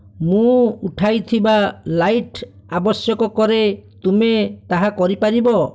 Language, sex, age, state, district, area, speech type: Odia, male, 30-45, Odisha, Bhadrak, rural, read